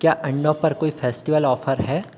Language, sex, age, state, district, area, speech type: Hindi, male, 30-45, Madhya Pradesh, Hoshangabad, urban, read